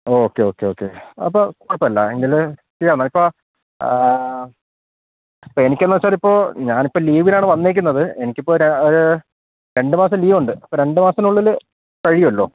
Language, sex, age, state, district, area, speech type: Malayalam, male, 30-45, Kerala, Thiruvananthapuram, urban, conversation